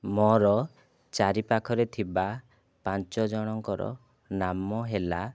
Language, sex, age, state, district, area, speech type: Odia, male, 30-45, Odisha, Kandhamal, rural, spontaneous